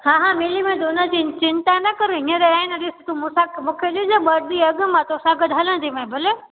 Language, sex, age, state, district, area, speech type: Sindhi, female, 18-30, Gujarat, Junagadh, urban, conversation